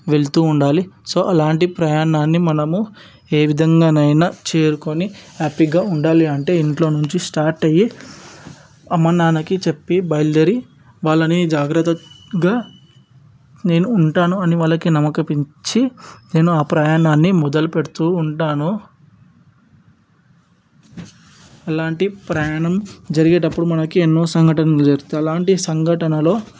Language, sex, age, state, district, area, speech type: Telugu, male, 18-30, Telangana, Hyderabad, urban, spontaneous